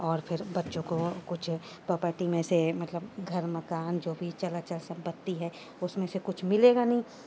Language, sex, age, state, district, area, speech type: Urdu, female, 30-45, Uttar Pradesh, Shahjahanpur, urban, spontaneous